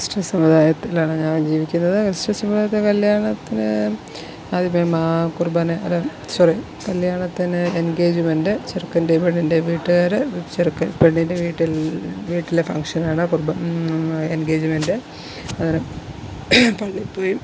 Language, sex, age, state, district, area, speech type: Malayalam, female, 45-60, Kerala, Alappuzha, rural, spontaneous